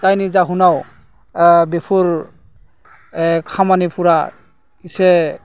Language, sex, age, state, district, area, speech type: Bodo, male, 45-60, Assam, Udalguri, rural, spontaneous